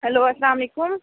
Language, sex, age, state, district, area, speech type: Kashmiri, female, 30-45, Jammu and Kashmir, Budgam, rural, conversation